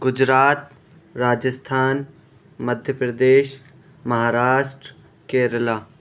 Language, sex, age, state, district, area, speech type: Urdu, male, 18-30, Delhi, East Delhi, urban, spontaneous